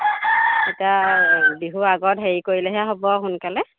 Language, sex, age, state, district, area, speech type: Assamese, female, 30-45, Assam, Charaideo, rural, conversation